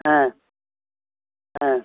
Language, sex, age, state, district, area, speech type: Tamil, male, 60+, Tamil Nadu, Thanjavur, rural, conversation